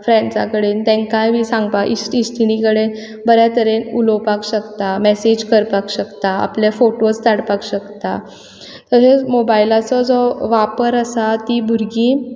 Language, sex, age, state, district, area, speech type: Goan Konkani, female, 18-30, Goa, Quepem, rural, spontaneous